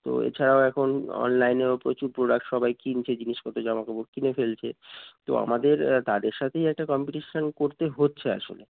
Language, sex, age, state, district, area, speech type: Bengali, male, 30-45, West Bengal, Darjeeling, urban, conversation